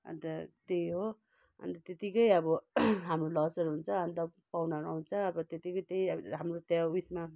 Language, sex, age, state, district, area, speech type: Nepali, female, 60+, West Bengal, Kalimpong, rural, spontaneous